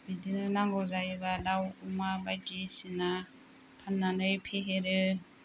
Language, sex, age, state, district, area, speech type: Bodo, female, 30-45, Assam, Kokrajhar, rural, spontaneous